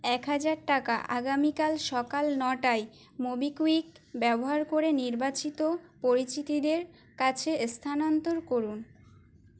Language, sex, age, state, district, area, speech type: Bengali, female, 18-30, West Bengal, Birbhum, urban, read